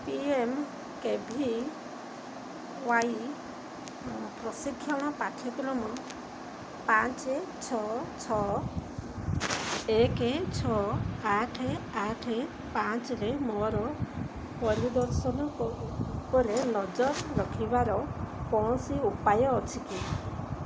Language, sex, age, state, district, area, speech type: Odia, female, 30-45, Odisha, Sundergarh, urban, read